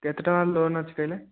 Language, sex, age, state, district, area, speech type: Odia, male, 18-30, Odisha, Khordha, rural, conversation